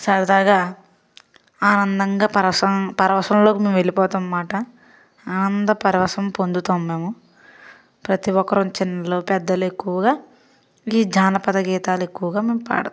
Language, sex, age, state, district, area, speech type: Telugu, female, 18-30, Andhra Pradesh, Palnadu, urban, spontaneous